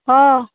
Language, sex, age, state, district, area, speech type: Maithili, female, 18-30, Bihar, Begusarai, rural, conversation